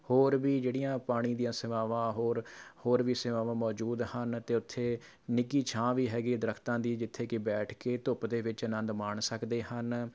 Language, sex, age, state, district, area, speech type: Punjabi, male, 30-45, Punjab, Rupnagar, urban, spontaneous